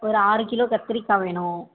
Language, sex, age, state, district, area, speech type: Tamil, female, 18-30, Tamil Nadu, Thanjavur, rural, conversation